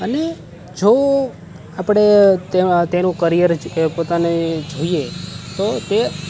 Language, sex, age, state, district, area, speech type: Gujarati, male, 18-30, Gujarat, Rajkot, urban, spontaneous